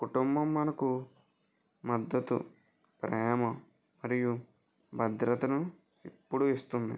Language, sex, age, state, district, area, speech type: Telugu, male, 60+, Andhra Pradesh, West Godavari, rural, spontaneous